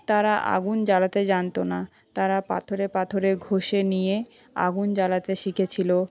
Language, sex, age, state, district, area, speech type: Bengali, female, 18-30, West Bengal, Paschim Medinipur, rural, spontaneous